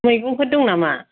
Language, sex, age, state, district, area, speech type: Bodo, female, 45-60, Assam, Kokrajhar, rural, conversation